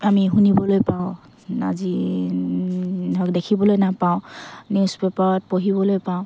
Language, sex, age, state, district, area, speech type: Assamese, female, 45-60, Assam, Dhemaji, rural, spontaneous